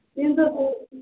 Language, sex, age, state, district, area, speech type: Urdu, female, 18-30, Bihar, Saharsa, rural, conversation